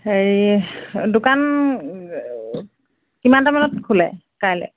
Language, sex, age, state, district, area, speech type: Assamese, female, 45-60, Assam, Jorhat, urban, conversation